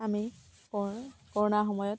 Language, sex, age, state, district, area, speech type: Assamese, female, 18-30, Assam, Charaideo, rural, spontaneous